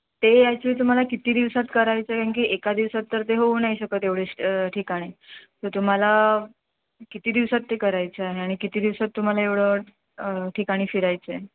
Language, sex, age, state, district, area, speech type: Marathi, female, 30-45, Maharashtra, Mumbai Suburban, urban, conversation